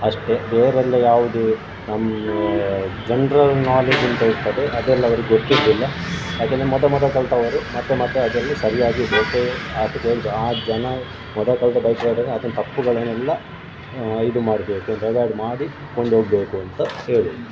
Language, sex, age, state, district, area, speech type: Kannada, male, 30-45, Karnataka, Dakshina Kannada, rural, spontaneous